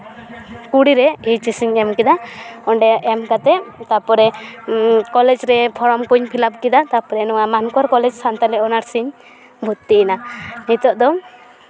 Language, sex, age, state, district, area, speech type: Santali, female, 18-30, West Bengal, Purba Bardhaman, rural, spontaneous